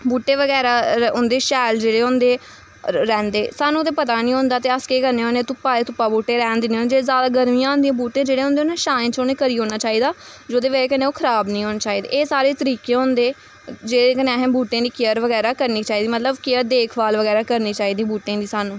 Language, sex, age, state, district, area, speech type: Dogri, female, 18-30, Jammu and Kashmir, Samba, rural, spontaneous